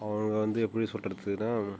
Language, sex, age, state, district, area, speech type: Tamil, male, 30-45, Tamil Nadu, Tiruchirappalli, rural, spontaneous